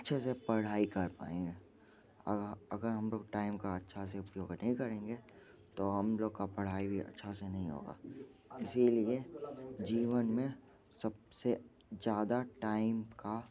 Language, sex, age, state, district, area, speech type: Hindi, male, 18-30, Bihar, Muzaffarpur, rural, spontaneous